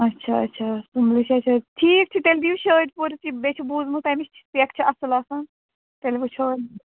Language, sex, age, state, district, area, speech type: Kashmiri, female, 45-60, Jammu and Kashmir, Ganderbal, rural, conversation